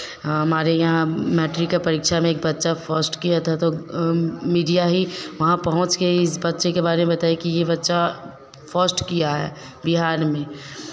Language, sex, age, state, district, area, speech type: Hindi, female, 30-45, Bihar, Vaishali, urban, spontaneous